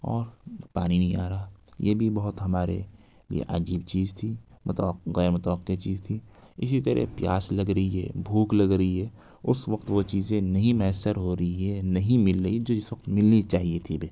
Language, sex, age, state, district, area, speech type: Urdu, male, 60+, Uttar Pradesh, Lucknow, urban, spontaneous